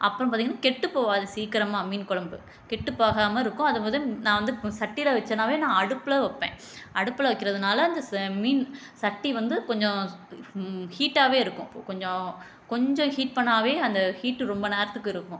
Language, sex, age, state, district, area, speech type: Tamil, female, 30-45, Tamil Nadu, Tiruchirappalli, rural, spontaneous